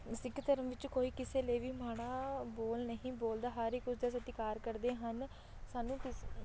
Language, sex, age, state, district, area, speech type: Punjabi, female, 18-30, Punjab, Shaheed Bhagat Singh Nagar, rural, spontaneous